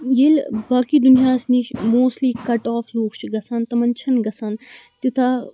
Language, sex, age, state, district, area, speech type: Kashmiri, female, 18-30, Jammu and Kashmir, Kupwara, rural, spontaneous